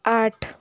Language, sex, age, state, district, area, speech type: Hindi, female, 30-45, Uttar Pradesh, Sonbhadra, rural, read